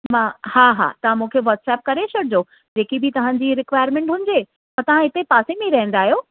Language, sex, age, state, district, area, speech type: Sindhi, female, 30-45, Uttar Pradesh, Lucknow, urban, conversation